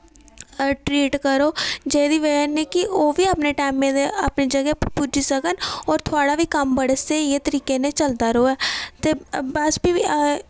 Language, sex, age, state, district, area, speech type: Dogri, female, 18-30, Jammu and Kashmir, Udhampur, rural, spontaneous